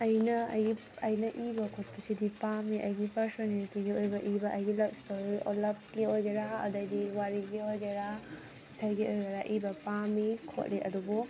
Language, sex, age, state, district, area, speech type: Manipuri, female, 18-30, Manipur, Kakching, rural, spontaneous